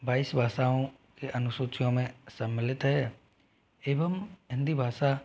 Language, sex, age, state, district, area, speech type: Hindi, male, 45-60, Rajasthan, Jodhpur, rural, spontaneous